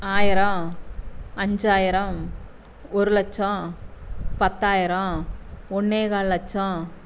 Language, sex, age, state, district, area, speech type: Tamil, female, 45-60, Tamil Nadu, Coimbatore, rural, spontaneous